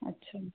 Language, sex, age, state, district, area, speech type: Sindhi, female, 45-60, Rajasthan, Ajmer, urban, conversation